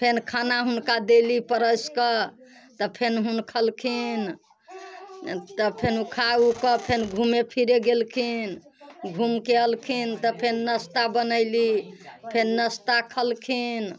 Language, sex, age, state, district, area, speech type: Maithili, female, 60+, Bihar, Muzaffarpur, rural, spontaneous